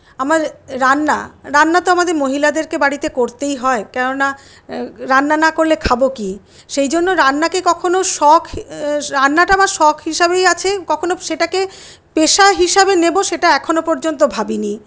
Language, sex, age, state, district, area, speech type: Bengali, female, 60+, West Bengal, Paschim Bardhaman, urban, spontaneous